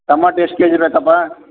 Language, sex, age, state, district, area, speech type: Kannada, male, 30-45, Karnataka, Bellary, rural, conversation